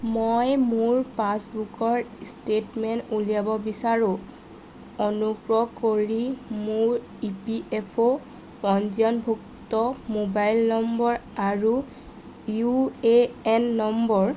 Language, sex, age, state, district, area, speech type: Assamese, female, 18-30, Assam, Golaghat, urban, read